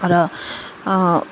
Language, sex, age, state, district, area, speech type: Nepali, female, 30-45, West Bengal, Jalpaiguri, rural, spontaneous